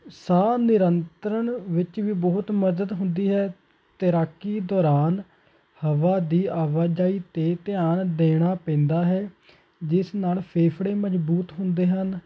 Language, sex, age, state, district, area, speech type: Punjabi, male, 18-30, Punjab, Hoshiarpur, rural, spontaneous